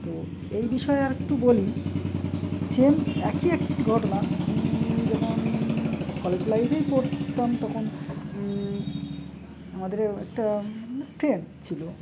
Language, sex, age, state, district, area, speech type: Bengali, male, 30-45, West Bengal, Uttar Dinajpur, urban, spontaneous